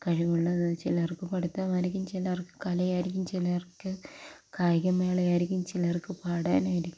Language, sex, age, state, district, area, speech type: Malayalam, female, 18-30, Kerala, Palakkad, rural, spontaneous